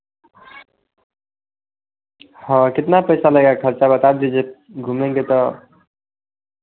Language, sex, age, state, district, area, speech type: Hindi, male, 18-30, Bihar, Vaishali, rural, conversation